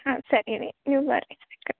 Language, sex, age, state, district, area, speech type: Kannada, female, 18-30, Karnataka, Gulbarga, urban, conversation